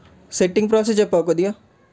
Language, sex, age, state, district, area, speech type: Telugu, male, 18-30, Telangana, Medak, rural, spontaneous